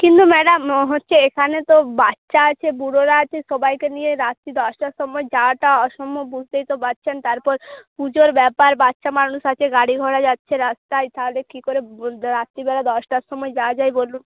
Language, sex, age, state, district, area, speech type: Bengali, female, 30-45, West Bengal, Purba Medinipur, rural, conversation